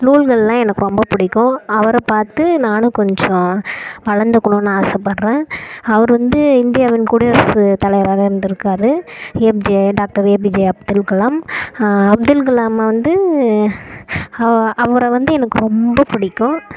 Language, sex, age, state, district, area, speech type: Tamil, female, 18-30, Tamil Nadu, Kallakurichi, rural, spontaneous